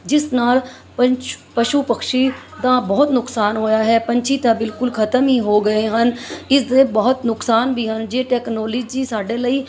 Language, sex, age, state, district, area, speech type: Punjabi, female, 30-45, Punjab, Mansa, urban, spontaneous